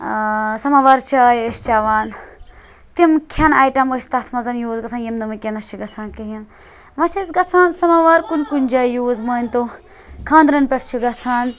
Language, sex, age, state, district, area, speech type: Kashmiri, female, 18-30, Jammu and Kashmir, Srinagar, rural, spontaneous